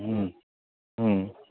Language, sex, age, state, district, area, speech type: Bengali, male, 60+, West Bengal, Hooghly, rural, conversation